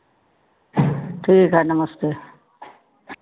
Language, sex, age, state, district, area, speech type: Hindi, female, 60+, Uttar Pradesh, Sitapur, rural, conversation